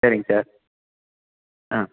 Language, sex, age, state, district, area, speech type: Tamil, male, 30-45, Tamil Nadu, Salem, urban, conversation